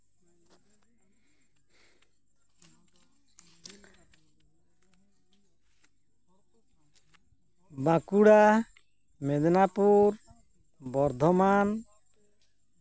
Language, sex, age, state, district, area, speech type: Santali, male, 60+, West Bengal, Purulia, rural, spontaneous